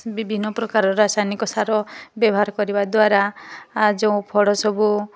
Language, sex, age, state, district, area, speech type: Odia, female, 30-45, Odisha, Mayurbhanj, rural, spontaneous